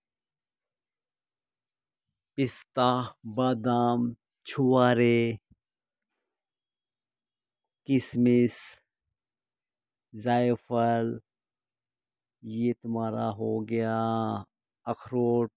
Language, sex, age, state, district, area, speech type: Urdu, male, 30-45, Uttar Pradesh, Muzaffarnagar, urban, spontaneous